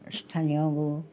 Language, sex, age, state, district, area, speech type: Assamese, female, 60+, Assam, Majuli, urban, spontaneous